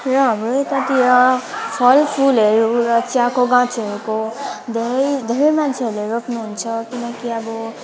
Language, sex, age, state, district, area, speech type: Nepali, female, 18-30, West Bengal, Alipurduar, urban, spontaneous